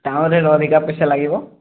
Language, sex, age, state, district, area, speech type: Odia, male, 18-30, Odisha, Subarnapur, urban, conversation